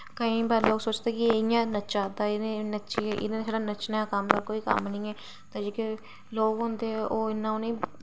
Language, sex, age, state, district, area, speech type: Dogri, female, 30-45, Jammu and Kashmir, Reasi, urban, spontaneous